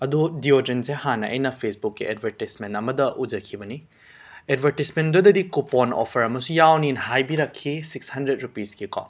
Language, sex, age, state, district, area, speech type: Manipuri, male, 18-30, Manipur, Imphal West, rural, spontaneous